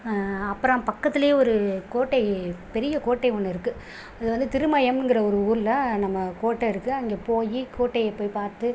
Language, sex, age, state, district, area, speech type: Tamil, female, 30-45, Tamil Nadu, Pudukkottai, rural, spontaneous